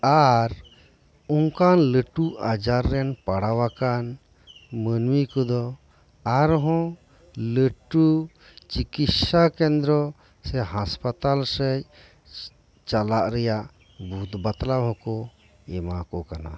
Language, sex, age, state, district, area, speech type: Santali, male, 45-60, West Bengal, Birbhum, rural, spontaneous